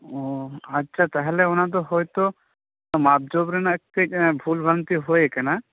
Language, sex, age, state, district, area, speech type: Santali, male, 18-30, West Bengal, Bankura, rural, conversation